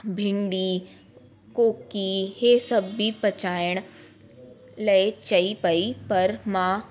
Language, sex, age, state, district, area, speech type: Sindhi, female, 18-30, Delhi, South Delhi, urban, spontaneous